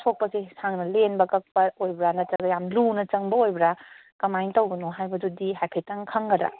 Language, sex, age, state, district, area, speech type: Manipuri, female, 30-45, Manipur, Kangpokpi, urban, conversation